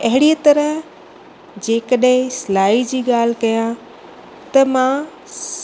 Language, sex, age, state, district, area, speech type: Sindhi, female, 45-60, Gujarat, Kutch, urban, spontaneous